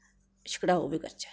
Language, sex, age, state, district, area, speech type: Dogri, female, 45-60, Jammu and Kashmir, Udhampur, urban, spontaneous